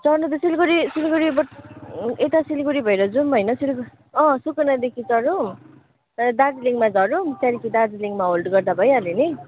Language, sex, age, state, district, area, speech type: Nepali, female, 30-45, West Bengal, Darjeeling, rural, conversation